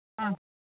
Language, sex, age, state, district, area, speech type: Kannada, female, 45-60, Karnataka, Dakshina Kannada, urban, conversation